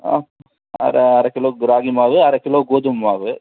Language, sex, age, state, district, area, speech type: Tamil, male, 45-60, Tamil Nadu, Cuddalore, rural, conversation